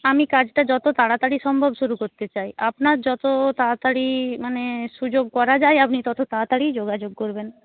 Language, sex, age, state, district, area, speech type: Bengali, female, 45-60, West Bengal, Purba Medinipur, rural, conversation